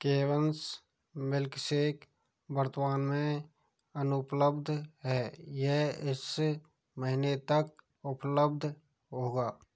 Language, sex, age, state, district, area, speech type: Hindi, male, 60+, Rajasthan, Karauli, rural, read